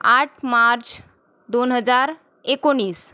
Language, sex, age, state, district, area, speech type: Marathi, female, 30-45, Maharashtra, Wardha, rural, spontaneous